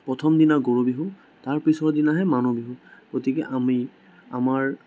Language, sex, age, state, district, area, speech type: Assamese, male, 18-30, Assam, Sonitpur, urban, spontaneous